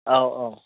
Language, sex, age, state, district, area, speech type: Bodo, male, 30-45, Assam, Chirang, rural, conversation